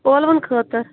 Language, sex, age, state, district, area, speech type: Kashmiri, female, 18-30, Jammu and Kashmir, Bandipora, rural, conversation